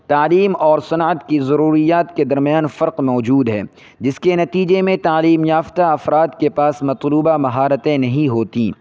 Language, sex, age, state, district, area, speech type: Urdu, male, 18-30, Uttar Pradesh, Saharanpur, urban, spontaneous